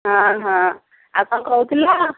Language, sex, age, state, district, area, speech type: Odia, female, 60+, Odisha, Jharsuguda, rural, conversation